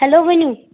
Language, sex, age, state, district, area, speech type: Kashmiri, female, 30-45, Jammu and Kashmir, Ganderbal, rural, conversation